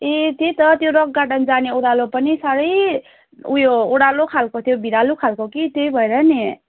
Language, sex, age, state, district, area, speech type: Nepali, female, 18-30, West Bengal, Darjeeling, rural, conversation